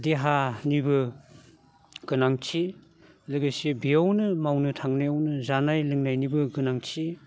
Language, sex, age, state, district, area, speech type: Bodo, male, 60+, Assam, Baksa, urban, spontaneous